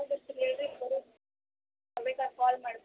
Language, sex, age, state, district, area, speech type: Kannada, female, 18-30, Karnataka, Gadag, rural, conversation